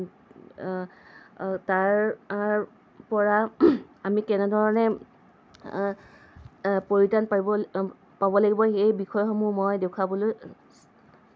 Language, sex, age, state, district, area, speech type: Assamese, female, 30-45, Assam, Lakhimpur, rural, spontaneous